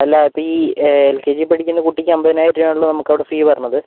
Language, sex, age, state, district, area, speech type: Malayalam, male, 18-30, Kerala, Wayanad, rural, conversation